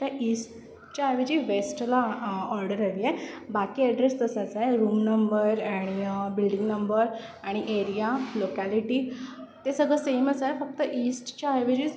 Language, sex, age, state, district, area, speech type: Marathi, female, 30-45, Maharashtra, Mumbai Suburban, urban, spontaneous